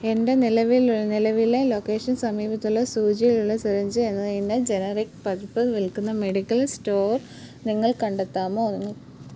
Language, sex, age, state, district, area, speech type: Malayalam, female, 18-30, Kerala, Alappuzha, rural, read